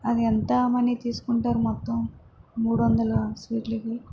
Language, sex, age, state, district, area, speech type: Telugu, female, 18-30, Andhra Pradesh, Vizianagaram, rural, spontaneous